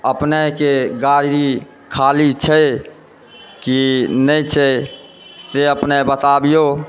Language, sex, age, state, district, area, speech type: Maithili, male, 18-30, Bihar, Supaul, rural, spontaneous